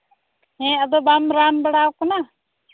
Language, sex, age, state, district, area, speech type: Santali, female, 18-30, Jharkhand, Pakur, rural, conversation